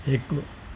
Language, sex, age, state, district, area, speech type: Sindhi, male, 60+, Maharashtra, Thane, urban, read